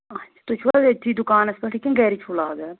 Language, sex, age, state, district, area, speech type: Kashmiri, female, 30-45, Jammu and Kashmir, Anantnag, rural, conversation